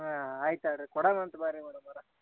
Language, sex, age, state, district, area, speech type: Kannada, male, 18-30, Karnataka, Bagalkot, rural, conversation